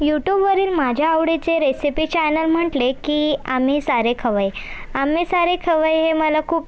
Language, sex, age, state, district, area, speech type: Marathi, female, 18-30, Maharashtra, Thane, urban, spontaneous